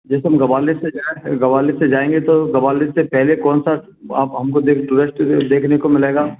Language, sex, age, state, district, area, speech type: Hindi, male, 45-60, Madhya Pradesh, Gwalior, rural, conversation